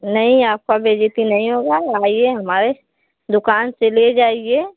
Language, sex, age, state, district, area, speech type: Hindi, female, 60+, Uttar Pradesh, Azamgarh, urban, conversation